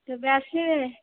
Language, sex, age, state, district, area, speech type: Odia, female, 18-30, Odisha, Dhenkanal, rural, conversation